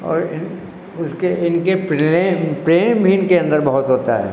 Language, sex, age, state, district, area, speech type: Hindi, male, 60+, Uttar Pradesh, Lucknow, rural, spontaneous